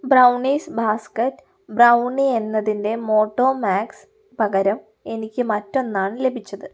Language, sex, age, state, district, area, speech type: Malayalam, female, 18-30, Kerala, Wayanad, rural, read